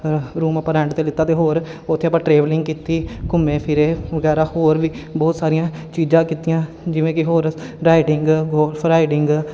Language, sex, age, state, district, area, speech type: Punjabi, male, 30-45, Punjab, Amritsar, urban, spontaneous